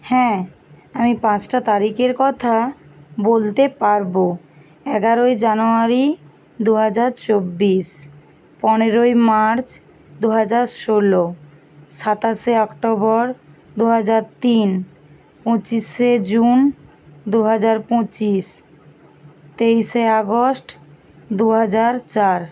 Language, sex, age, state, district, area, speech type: Bengali, female, 45-60, West Bengal, Bankura, urban, spontaneous